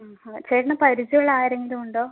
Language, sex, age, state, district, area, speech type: Malayalam, female, 45-60, Kerala, Palakkad, urban, conversation